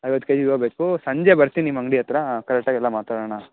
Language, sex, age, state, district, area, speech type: Kannada, male, 18-30, Karnataka, Tumkur, urban, conversation